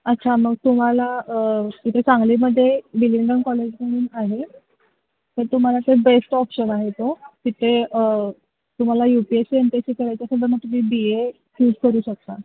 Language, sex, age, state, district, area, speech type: Marathi, female, 18-30, Maharashtra, Sangli, rural, conversation